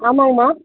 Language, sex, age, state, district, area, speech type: Tamil, female, 60+, Tamil Nadu, Perambalur, rural, conversation